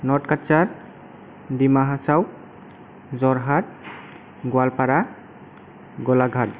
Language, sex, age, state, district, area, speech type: Bodo, male, 18-30, Assam, Kokrajhar, rural, spontaneous